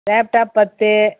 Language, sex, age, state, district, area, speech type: Tamil, female, 60+, Tamil Nadu, Viluppuram, rural, conversation